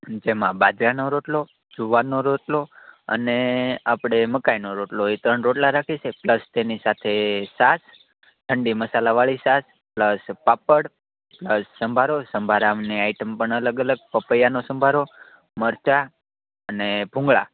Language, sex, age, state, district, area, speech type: Gujarati, male, 30-45, Gujarat, Rajkot, urban, conversation